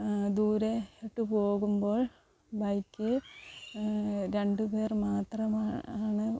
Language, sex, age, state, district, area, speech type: Malayalam, female, 30-45, Kerala, Palakkad, rural, spontaneous